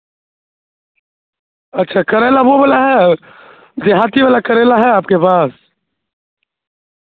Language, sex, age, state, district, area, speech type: Urdu, male, 18-30, Bihar, Madhubani, rural, conversation